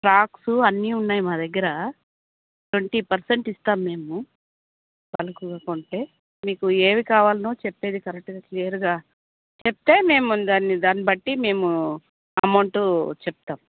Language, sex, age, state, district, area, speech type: Telugu, female, 45-60, Andhra Pradesh, Chittoor, rural, conversation